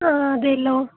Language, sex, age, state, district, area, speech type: Malayalam, female, 18-30, Kerala, Kottayam, rural, conversation